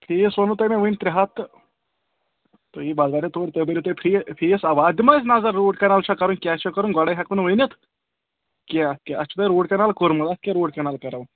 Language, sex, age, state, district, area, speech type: Kashmiri, male, 18-30, Jammu and Kashmir, Kulgam, urban, conversation